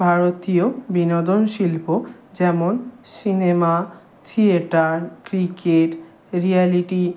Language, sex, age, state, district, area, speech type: Bengali, male, 18-30, West Bengal, Howrah, urban, spontaneous